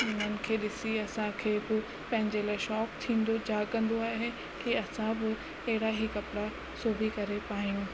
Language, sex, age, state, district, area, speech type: Sindhi, female, 30-45, Rajasthan, Ajmer, urban, spontaneous